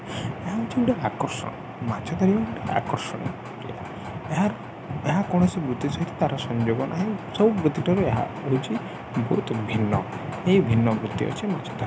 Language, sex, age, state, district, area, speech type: Odia, male, 30-45, Odisha, Balangir, urban, spontaneous